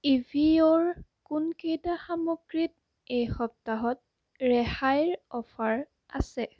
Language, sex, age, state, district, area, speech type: Assamese, female, 18-30, Assam, Jorhat, urban, read